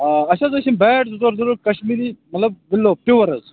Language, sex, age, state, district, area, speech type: Kashmiri, male, 30-45, Jammu and Kashmir, Bandipora, rural, conversation